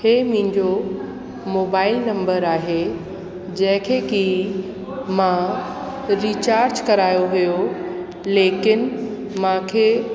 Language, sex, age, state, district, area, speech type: Sindhi, female, 30-45, Uttar Pradesh, Lucknow, urban, spontaneous